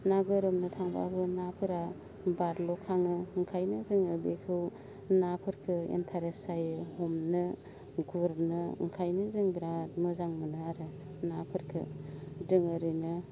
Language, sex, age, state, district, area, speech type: Bodo, female, 18-30, Assam, Baksa, rural, spontaneous